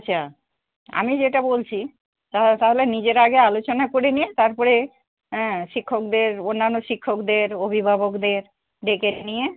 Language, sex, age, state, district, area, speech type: Bengali, female, 45-60, West Bengal, Darjeeling, urban, conversation